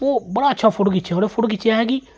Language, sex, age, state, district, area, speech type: Dogri, male, 30-45, Jammu and Kashmir, Jammu, urban, spontaneous